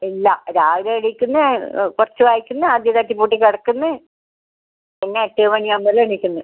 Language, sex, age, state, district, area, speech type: Malayalam, female, 60+, Kerala, Kasaragod, rural, conversation